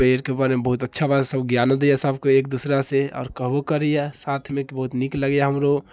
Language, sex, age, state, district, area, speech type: Maithili, male, 18-30, Bihar, Darbhanga, rural, spontaneous